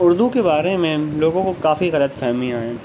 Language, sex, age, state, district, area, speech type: Urdu, male, 18-30, Uttar Pradesh, Shahjahanpur, urban, spontaneous